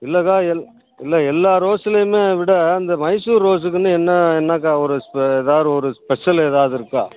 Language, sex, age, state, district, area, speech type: Tamil, male, 60+, Tamil Nadu, Pudukkottai, rural, conversation